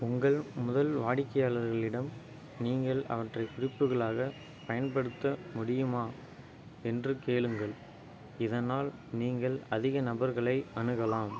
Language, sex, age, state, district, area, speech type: Tamil, male, 45-60, Tamil Nadu, Ariyalur, rural, read